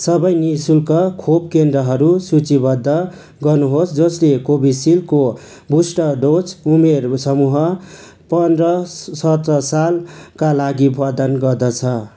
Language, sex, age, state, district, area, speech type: Nepali, male, 30-45, West Bengal, Darjeeling, rural, read